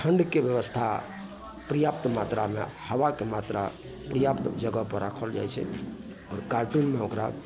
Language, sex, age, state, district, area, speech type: Maithili, male, 45-60, Bihar, Araria, rural, spontaneous